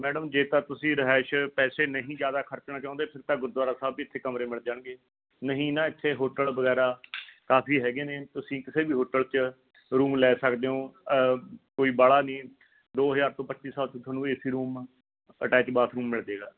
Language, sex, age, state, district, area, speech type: Punjabi, male, 45-60, Punjab, Fatehgarh Sahib, rural, conversation